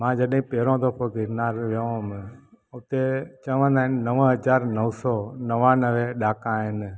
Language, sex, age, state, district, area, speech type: Sindhi, male, 45-60, Gujarat, Junagadh, urban, spontaneous